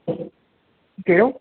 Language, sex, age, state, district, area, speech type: Sindhi, male, 18-30, Uttar Pradesh, Lucknow, urban, conversation